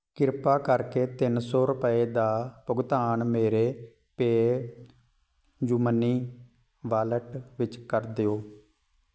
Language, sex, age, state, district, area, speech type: Punjabi, male, 30-45, Punjab, Fatehgarh Sahib, urban, read